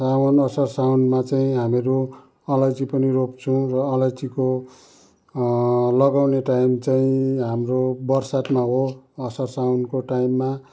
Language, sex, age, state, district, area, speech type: Nepali, male, 60+, West Bengal, Kalimpong, rural, spontaneous